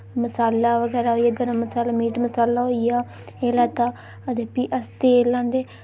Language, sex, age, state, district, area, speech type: Dogri, female, 18-30, Jammu and Kashmir, Reasi, rural, spontaneous